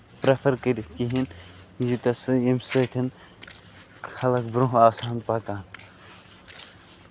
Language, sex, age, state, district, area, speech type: Kashmiri, male, 18-30, Jammu and Kashmir, Bandipora, rural, spontaneous